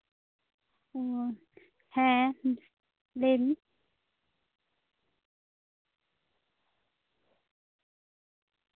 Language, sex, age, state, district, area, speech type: Santali, female, 18-30, West Bengal, Bankura, rural, conversation